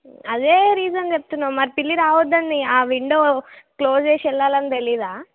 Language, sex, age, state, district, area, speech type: Telugu, female, 18-30, Telangana, Jagtial, urban, conversation